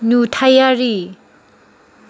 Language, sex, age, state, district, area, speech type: Bodo, female, 18-30, Assam, Chirang, rural, read